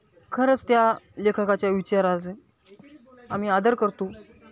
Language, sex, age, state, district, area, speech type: Marathi, male, 18-30, Maharashtra, Hingoli, urban, spontaneous